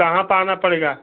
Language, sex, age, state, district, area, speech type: Hindi, male, 45-60, Uttar Pradesh, Chandauli, rural, conversation